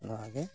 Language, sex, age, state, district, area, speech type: Santali, male, 30-45, West Bengal, Purulia, rural, spontaneous